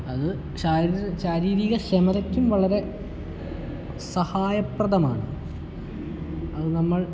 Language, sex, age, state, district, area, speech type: Malayalam, male, 18-30, Kerala, Kottayam, rural, spontaneous